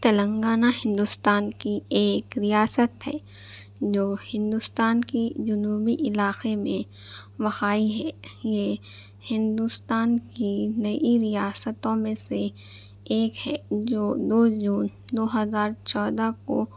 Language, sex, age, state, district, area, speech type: Urdu, female, 18-30, Telangana, Hyderabad, urban, spontaneous